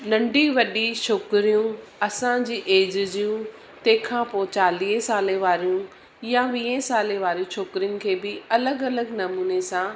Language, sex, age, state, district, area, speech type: Sindhi, female, 45-60, Gujarat, Surat, urban, spontaneous